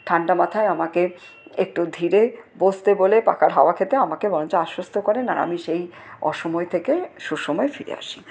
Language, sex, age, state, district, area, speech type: Bengali, female, 45-60, West Bengal, Paschim Bardhaman, urban, spontaneous